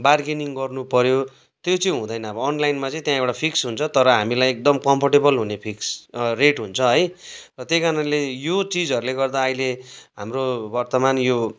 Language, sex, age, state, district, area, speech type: Nepali, male, 30-45, West Bengal, Kalimpong, rural, spontaneous